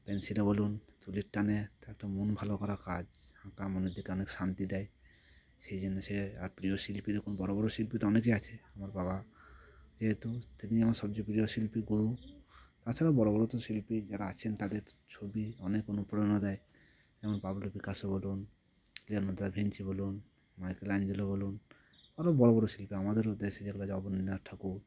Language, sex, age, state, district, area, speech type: Bengali, male, 30-45, West Bengal, Cooch Behar, urban, spontaneous